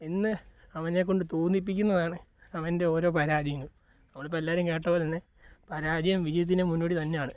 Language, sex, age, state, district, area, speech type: Malayalam, male, 18-30, Kerala, Alappuzha, rural, spontaneous